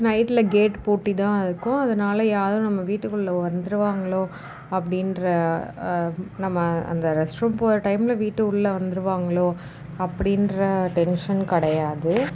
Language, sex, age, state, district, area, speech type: Tamil, female, 18-30, Tamil Nadu, Tiruvarur, rural, spontaneous